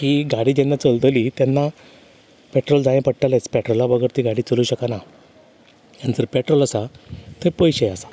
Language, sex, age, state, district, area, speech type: Goan Konkani, male, 30-45, Goa, Salcete, rural, spontaneous